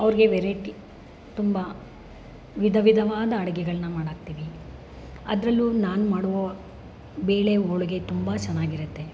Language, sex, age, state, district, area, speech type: Kannada, male, 30-45, Karnataka, Bangalore Rural, rural, spontaneous